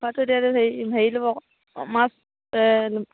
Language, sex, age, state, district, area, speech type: Assamese, female, 18-30, Assam, Charaideo, rural, conversation